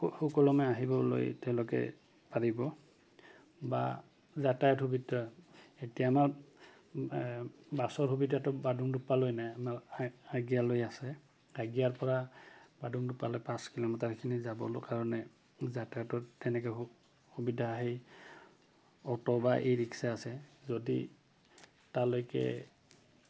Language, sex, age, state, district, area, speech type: Assamese, male, 45-60, Assam, Goalpara, urban, spontaneous